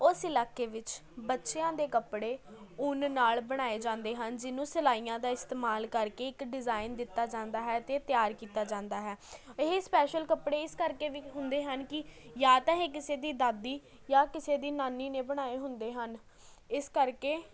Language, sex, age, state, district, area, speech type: Punjabi, female, 18-30, Punjab, Patiala, urban, spontaneous